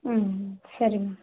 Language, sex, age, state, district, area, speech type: Kannada, female, 18-30, Karnataka, Vijayanagara, rural, conversation